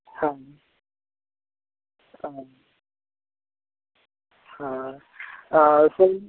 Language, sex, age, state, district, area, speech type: Maithili, male, 18-30, Bihar, Madhepura, rural, conversation